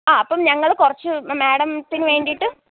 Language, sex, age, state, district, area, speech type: Malayalam, female, 18-30, Kerala, Pathanamthitta, rural, conversation